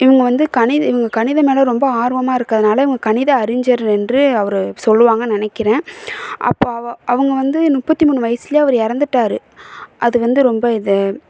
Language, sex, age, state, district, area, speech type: Tamil, female, 18-30, Tamil Nadu, Thanjavur, urban, spontaneous